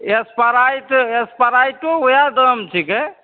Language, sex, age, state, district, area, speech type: Maithili, male, 30-45, Bihar, Begusarai, urban, conversation